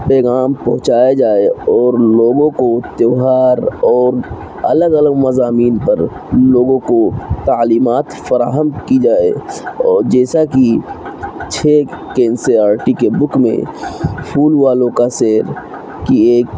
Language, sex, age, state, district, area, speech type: Urdu, male, 18-30, Uttar Pradesh, Siddharthnagar, rural, spontaneous